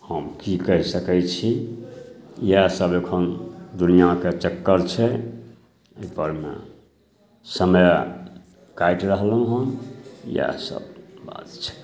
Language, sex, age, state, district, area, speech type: Maithili, male, 60+, Bihar, Samastipur, urban, spontaneous